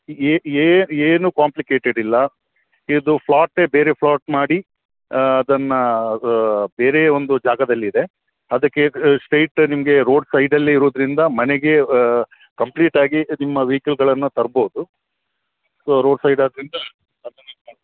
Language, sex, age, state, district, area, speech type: Kannada, male, 45-60, Karnataka, Udupi, rural, conversation